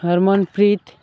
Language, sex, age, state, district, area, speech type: Odia, male, 18-30, Odisha, Malkangiri, urban, spontaneous